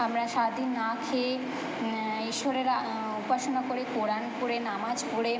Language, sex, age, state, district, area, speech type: Bengali, female, 45-60, West Bengal, Purba Bardhaman, urban, spontaneous